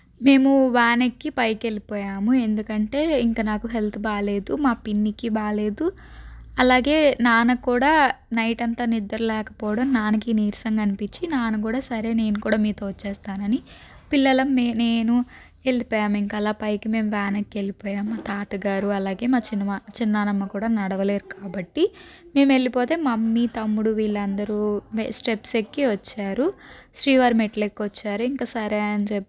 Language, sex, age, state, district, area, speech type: Telugu, female, 18-30, Andhra Pradesh, Guntur, urban, spontaneous